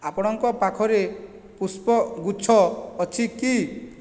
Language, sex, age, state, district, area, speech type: Odia, male, 45-60, Odisha, Jajpur, rural, read